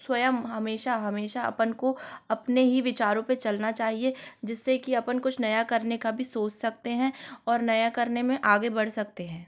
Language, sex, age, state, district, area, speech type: Hindi, female, 18-30, Madhya Pradesh, Gwalior, urban, spontaneous